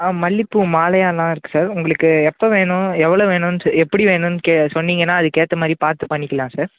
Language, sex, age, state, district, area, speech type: Tamil, male, 18-30, Tamil Nadu, Chennai, urban, conversation